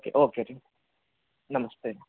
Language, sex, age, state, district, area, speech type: Kannada, male, 30-45, Karnataka, Bellary, rural, conversation